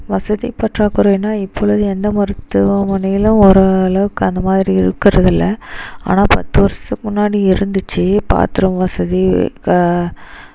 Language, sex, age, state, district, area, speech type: Tamil, female, 30-45, Tamil Nadu, Dharmapuri, rural, spontaneous